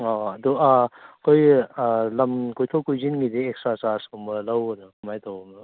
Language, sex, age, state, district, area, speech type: Manipuri, male, 30-45, Manipur, Churachandpur, rural, conversation